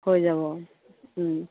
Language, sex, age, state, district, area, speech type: Assamese, female, 60+, Assam, Dibrugarh, rural, conversation